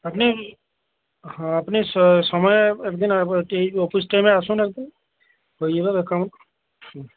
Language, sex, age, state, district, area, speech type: Bengali, male, 45-60, West Bengal, Uttar Dinajpur, urban, conversation